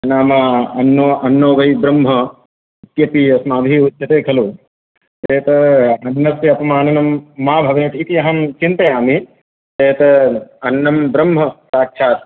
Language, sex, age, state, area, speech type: Sanskrit, male, 30-45, Madhya Pradesh, urban, conversation